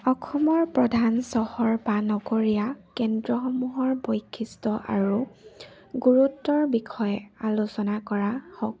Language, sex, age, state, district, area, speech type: Assamese, female, 18-30, Assam, Charaideo, urban, spontaneous